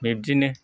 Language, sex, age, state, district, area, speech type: Bodo, male, 60+, Assam, Kokrajhar, rural, spontaneous